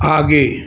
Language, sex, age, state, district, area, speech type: Hindi, male, 60+, Uttar Pradesh, Azamgarh, rural, read